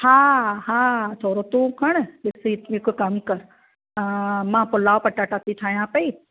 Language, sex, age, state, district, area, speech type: Sindhi, female, 45-60, Maharashtra, Thane, urban, conversation